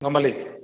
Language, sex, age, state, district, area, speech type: Assamese, male, 30-45, Assam, Sivasagar, urban, conversation